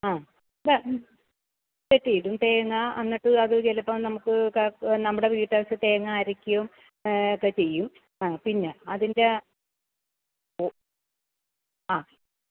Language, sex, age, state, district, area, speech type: Malayalam, female, 60+, Kerala, Alappuzha, rural, conversation